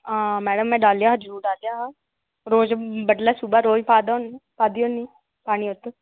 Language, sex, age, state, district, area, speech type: Dogri, female, 18-30, Jammu and Kashmir, Udhampur, rural, conversation